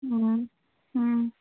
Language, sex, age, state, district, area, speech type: Manipuri, female, 45-60, Manipur, Churachandpur, urban, conversation